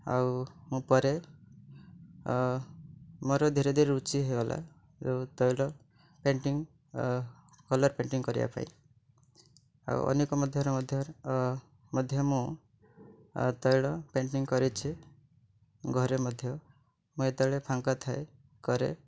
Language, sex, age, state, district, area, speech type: Odia, male, 18-30, Odisha, Mayurbhanj, rural, spontaneous